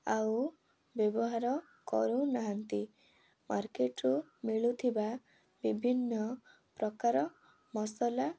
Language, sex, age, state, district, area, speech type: Odia, female, 18-30, Odisha, Kendrapara, urban, spontaneous